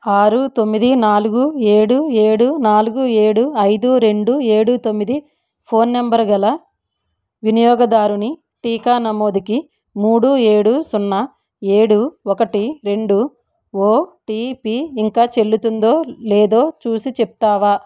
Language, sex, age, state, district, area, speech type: Telugu, female, 60+, Andhra Pradesh, East Godavari, rural, read